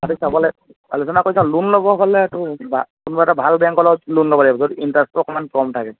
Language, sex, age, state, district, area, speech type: Assamese, male, 18-30, Assam, Lakhimpur, urban, conversation